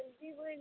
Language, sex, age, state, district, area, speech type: Odia, female, 18-30, Odisha, Subarnapur, urban, conversation